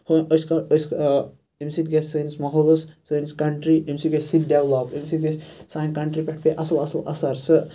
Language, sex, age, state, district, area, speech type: Kashmiri, male, 18-30, Jammu and Kashmir, Ganderbal, rural, spontaneous